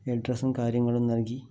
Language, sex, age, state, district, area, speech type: Malayalam, male, 45-60, Kerala, Kasaragod, rural, spontaneous